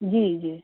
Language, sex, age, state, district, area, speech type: Hindi, female, 60+, Uttar Pradesh, Ghazipur, rural, conversation